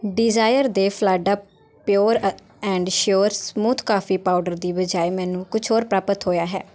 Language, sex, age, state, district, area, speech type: Punjabi, female, 18-30, Punjab, Patiala, urban, read